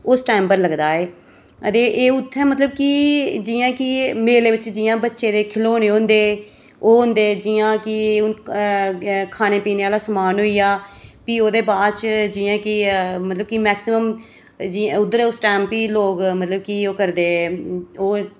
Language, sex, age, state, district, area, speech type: Dogri, female, 30-45, Jammu and Kashmir, Reasi, rural, spontaneous